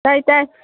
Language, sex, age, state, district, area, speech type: Manipuri, female, 60+, Manipur, Churachandpur, urban, conversation